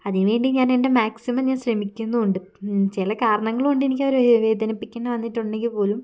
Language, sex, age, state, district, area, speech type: Malayalam, female, 18-30, Kerala, Kozhikode, rural, spontaneous